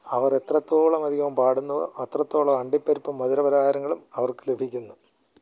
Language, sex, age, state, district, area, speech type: Malayalam, male, 60+, Kerala, Alappuzha, rural, read